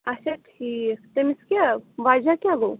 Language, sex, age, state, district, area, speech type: Kashmiri, female, 18-30, Jammu and Kashmir, Shopian, rural, conversation